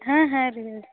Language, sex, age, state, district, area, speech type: Kannada, female, 18-30, Karnataka, Gulbarga, urban, conversation